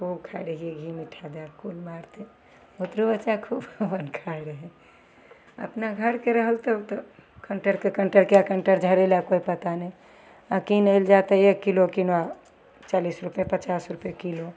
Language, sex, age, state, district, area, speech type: Maithili, female, 45-60, Bihar, Begusarai, rural, spontaneous